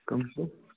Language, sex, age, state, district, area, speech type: Kashmiri, male, 18-30, Jammu and Kashmir, Budgam, rural, conversation